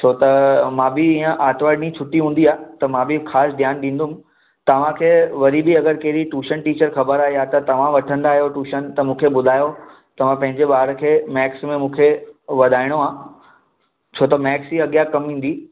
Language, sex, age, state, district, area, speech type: Sindhi, male, 18-30, Maharashtra, Mumbai Suburban, urban, conversation